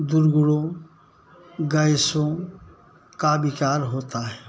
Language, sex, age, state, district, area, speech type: Hindi, male, 60+, Uttar Pradesh, Jaunpur, rural, spontaneous